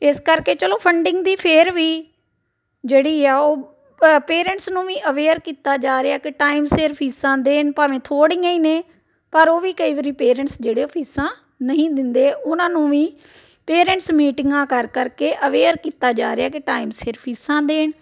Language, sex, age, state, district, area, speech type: Punjabi, female, 45-60, Punjab, Amritsar, urban, spontaneous